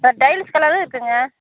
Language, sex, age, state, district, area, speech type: Tamil, female, 60+, Tamil Nadu, Ariyalur, rural, conversation